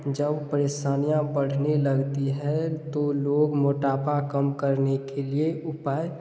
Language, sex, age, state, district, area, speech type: Hindi, male, 18-30, Bihar, Darbhanga, rural, spontaneous